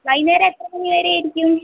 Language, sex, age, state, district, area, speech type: Malayalam, female, 18-30, Kerala, Wayanad, rural, conversation